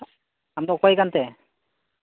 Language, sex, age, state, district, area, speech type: Santali, male, 18-30, Jharkhand, Pakur, rural, conversation